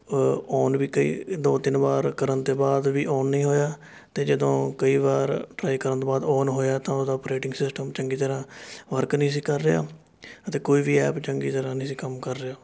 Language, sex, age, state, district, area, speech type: Punjabi, male, 18-30, Punjab, Shaheed Bhagat Singh Nagar, rural, spontaneous